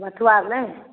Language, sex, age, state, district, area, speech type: Maithili, female, 30-45, Bihar, Samastipur, rural, conversation